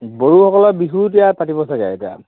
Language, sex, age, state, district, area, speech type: Assamese, male, 18-30, Assam, Dhemaji, rural, conversation